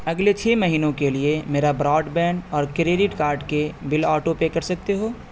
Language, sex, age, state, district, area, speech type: Urdu, male, 18-30, Delhi, North West Delhi, urban, read